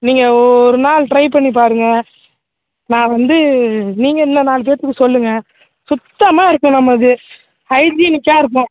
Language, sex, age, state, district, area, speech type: Tamil, male, 18-30, Tamil Nadu, Tiruchirappalli, rural, conversation